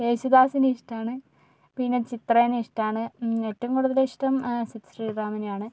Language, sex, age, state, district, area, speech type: Malayalam, other, 45-60, Kerala, Kozhikode, urban, spontaneous